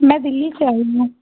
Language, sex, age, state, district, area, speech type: Hindi, female, 30-45, Bihar, Muzaffarpur, rural, conversation